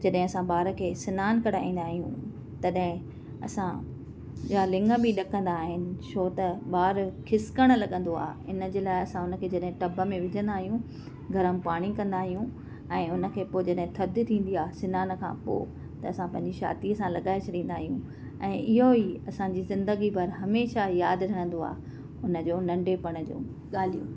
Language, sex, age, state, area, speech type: Sindhi, female, 30-45, Maharashtra, urban, spontaneous